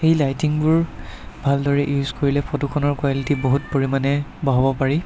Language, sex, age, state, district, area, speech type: Assamese, male, 60+, Assam, Darrang, rural, spontaneous